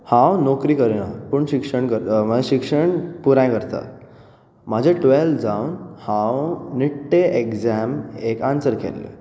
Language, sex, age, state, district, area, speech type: Goan Konkani, male, 18-30, Goa, Bardez, urban, spontaneous